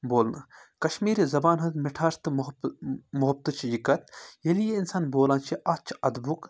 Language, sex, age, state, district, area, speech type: Kashmiri, male, 30-45, Jammu and Kashmir, Baramulla, rural, spontaneous